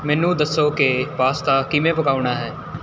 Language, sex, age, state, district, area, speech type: Punjabi, male, 18-30, Punjab, Mohali, rural, read